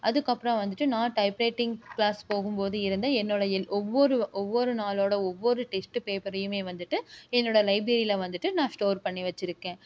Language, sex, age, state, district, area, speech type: Tamil, female, 30-45, Tamil Nadu, Erode, rural, spontaneous